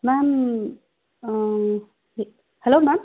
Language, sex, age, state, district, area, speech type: Tamil, female, 45-60, Tamil Nadu, Pudukkottai, rural, conversation